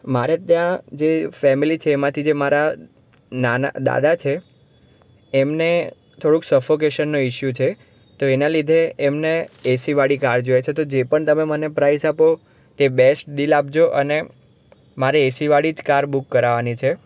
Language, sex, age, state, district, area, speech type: Gujarati, male, 18-30, Gujarat, Surat, urban, spontaneous